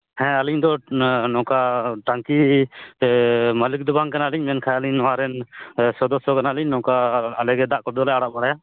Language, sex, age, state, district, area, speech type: Santali, male, 30-45, West Bengal, Purulia, rural, conversation